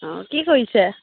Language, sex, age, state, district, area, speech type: Assamese, female, 30-45, Assam, Biswanath, rural, conversation